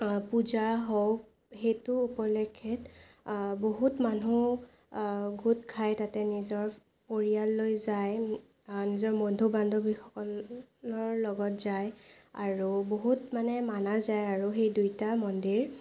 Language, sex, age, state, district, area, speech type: Assamese, female, 18-30, Assam, Sonitpur, rural, spontaneous